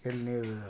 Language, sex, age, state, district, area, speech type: Kannada, male, 45-60, Karnataka, Koppal, rural, spontaneous